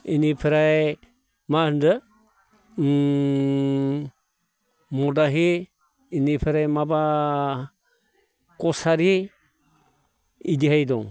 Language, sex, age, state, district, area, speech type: Bodo, male, 60+, Assam, Baksa, rural, spontaneous